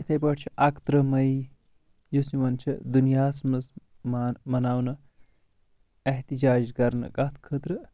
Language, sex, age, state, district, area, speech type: Kashmiri, male, 30-45, Jammu and Kashmir, Shopian, urban, spontaneous